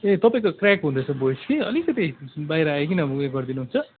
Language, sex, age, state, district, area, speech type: Nepali, male, 45-60, West Bengal, Kalimpong, rural, conversation